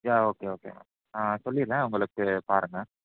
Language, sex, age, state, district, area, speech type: Tamil, male, 18-30, Tamil Nadu, Nilgiris, rural, conversation